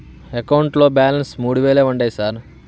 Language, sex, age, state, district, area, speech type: Telugu, male, 30-45, Andhra Pradesh, Bapatla, urban, spontaneous